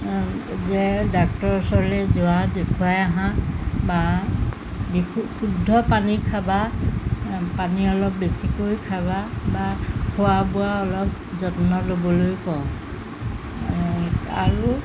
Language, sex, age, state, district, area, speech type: Assamese, female, 60+, Assam, Jorhat, urban, spontaneous